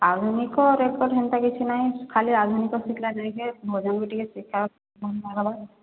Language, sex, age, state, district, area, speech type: Odia, female, 30-45, Odisha, Boudh, rural, conversation